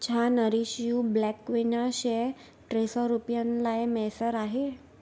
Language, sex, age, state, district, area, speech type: Sindhi, female, 18-30, Gujarat, Surat, urban, read